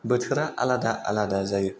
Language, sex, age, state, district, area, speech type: Bodo, male, 18-30, Assam, Chirang, rural, spontaneous